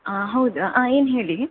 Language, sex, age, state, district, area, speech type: Kannada, female, 18-30, Karnataka, Shimoga, rural, conversation